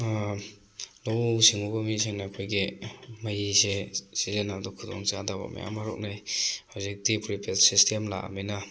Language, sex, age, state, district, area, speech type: Manipuri, male, 18-30, Manipur, Thoubal, rural, spontaneous